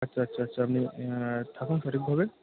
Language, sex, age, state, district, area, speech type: Bengali, male, 30-45, West Bengal, Birbhum, urban, conversation